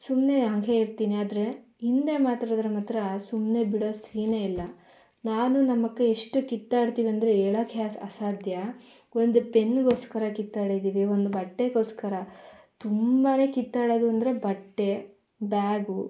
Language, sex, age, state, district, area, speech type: Kannada, female, 18-30, Karnataka, Mandya, rural, spontaneous